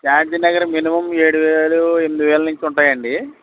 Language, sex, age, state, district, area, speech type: Telugu, male, 60+, Andhra Pradesh, Eluru, rural, conversation